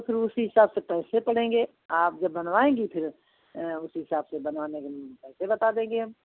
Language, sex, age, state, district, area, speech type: Hindi, female, 60+, Uttar Pradesh, Hardoi, rural, conversation